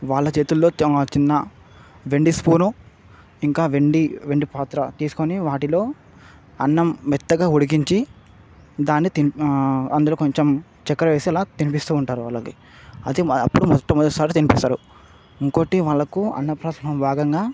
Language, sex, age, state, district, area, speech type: Telugu, male, 18-30, Telangana, Hyderabad, urban, spontaneous